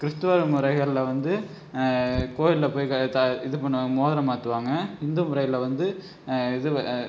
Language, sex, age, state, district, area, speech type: Tamil, male, 18-30, Tamil Nadu, Tiruchirappalli, rural, spontaneous